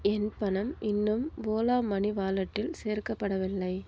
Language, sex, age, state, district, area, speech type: Tamil, female, 30-45, Tamil Nadu, Nagapattinam, rural, read